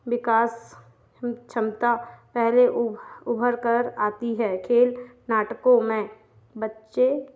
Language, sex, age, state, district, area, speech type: Hindi, female, 18-30, Madhya Pradesh, Chhindwara, urban, spontaneous